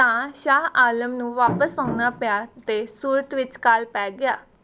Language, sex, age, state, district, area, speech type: Punjabi, female, 18-30, Punjab, Gurdaspur, rural, read